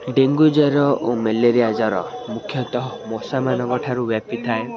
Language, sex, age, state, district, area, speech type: Odia, male, 18-30, Odisha, Kendrapara, urban, spontaneous